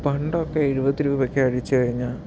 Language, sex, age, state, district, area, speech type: Malayalam, male, 30-45, Kerala, Palakkad, rural, spontaneous